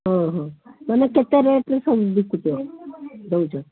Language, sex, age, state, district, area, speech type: Odia, female, 60+, Odisha, Gajapati, rural, conversation